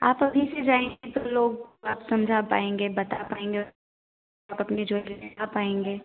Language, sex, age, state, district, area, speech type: Hindi, female, 18-30, Madhya Pradesh, Narsinghpur, rural, conversation